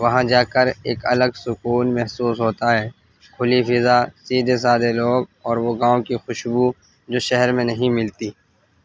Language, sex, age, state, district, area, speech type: Urdu, male, 18-30, Delhi, North East Delhi, urban, spontaneous